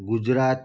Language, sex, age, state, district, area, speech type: Gujarati, male, 30-45, Gujarat, Surat, urban, spontaneous